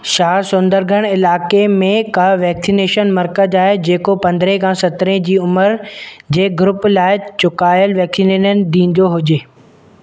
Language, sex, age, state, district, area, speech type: Sindhi, male, 18-30, Madhya Pradesh, Katni, rural, read